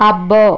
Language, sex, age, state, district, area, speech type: Telugu, female, 30-45, Andhra Pradesh, Visakhapatnam, urban, read